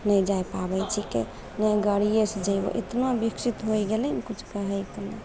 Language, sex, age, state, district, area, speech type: Maithili, female, 18-30, Bihar, Begusarai, rural, spontaneous